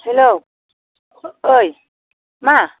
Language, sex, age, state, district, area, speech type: Bodo, female, 60+, Assam, Baksa, rural, conversation